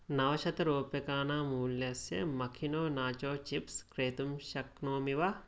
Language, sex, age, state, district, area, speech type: Sanskrit, male, 18-30, Karnataka, Mysore, rural, read